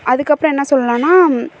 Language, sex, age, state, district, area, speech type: Tamil, female, 18-30, Tamil Nadu, Thanjavur, urban, spontaneous